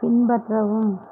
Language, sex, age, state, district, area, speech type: Tamil, female, 60+, Tamil Nadu, Erode, urban, read